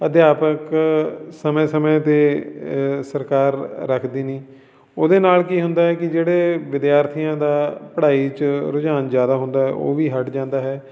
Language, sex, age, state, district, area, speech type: Punjabi, male, 45-60, Punjab, Fatehgarh Sahib, urban, spontaneous